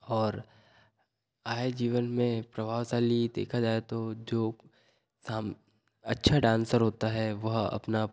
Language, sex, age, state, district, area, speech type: Hindi, male, 30-45, Madhya Pradesh, Betul, rural, spontaneous